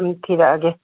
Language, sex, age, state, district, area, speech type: Manipuri, female, 60+, Manipur, Kangpokpi, urban, conversation